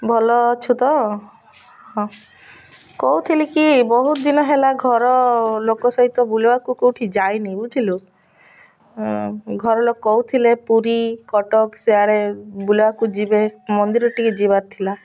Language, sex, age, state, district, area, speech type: Odia, female, 45-60, Odisha, Malkangiri, urban, spontaneous